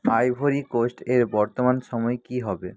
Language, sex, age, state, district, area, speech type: Bengali, male, 45-60, West Bengal, Purba Medinipur, rural, read